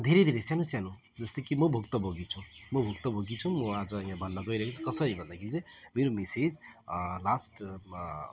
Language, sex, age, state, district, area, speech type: Nepali, male, 30-45, West Bengal, Alipurduar, urban, spontaneous